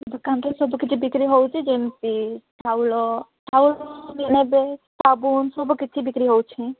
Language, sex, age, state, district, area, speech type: Odia, female, 18-30, Odisha, Nabarangpur, urban, conversation